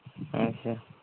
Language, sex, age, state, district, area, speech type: Dogri, male, 18-30, Jammu and Kashmir, Udhampur, rural, conversation